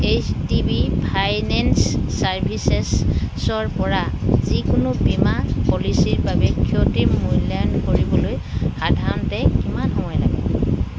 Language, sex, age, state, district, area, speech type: Assamese, female, 60+, Assam, Dibrugarh, rural, read